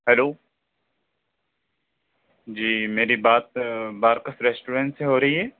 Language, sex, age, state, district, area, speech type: Urdu, male, 45-60, Delhi, Central Delhi, urban, conversation